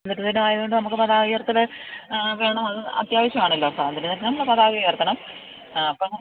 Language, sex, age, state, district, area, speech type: Malayalam, female, 60+, Kerala, Idukki, rural, conversation